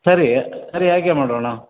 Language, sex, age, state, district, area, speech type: Kannada, male, 60+, Karnataka, Koppal, rural, conversation